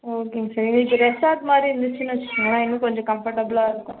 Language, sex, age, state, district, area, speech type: Tamil, female, 30-45, Tamil Nadu, Mayiladuthurai, rural, conversation